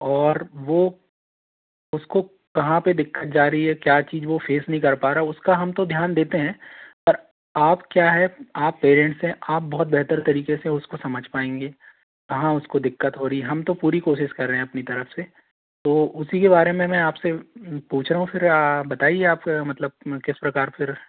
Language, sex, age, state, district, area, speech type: Hindi, male, 18-30, Madhya Pradesh, Bhopal, urban, conversation